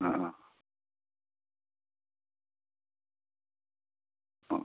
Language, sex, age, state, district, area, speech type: Malayalam, male, 30-45, Kerala, Palakkad, rural, conversation